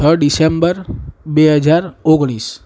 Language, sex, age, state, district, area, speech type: Gujarati, male, 18-30, Gujarat, Ahmedabad, urban, spontaneous